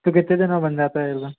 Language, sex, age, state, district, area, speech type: Hindi, male, 30-45, Madhya Pradesh, Hoshangabad, rural, conversation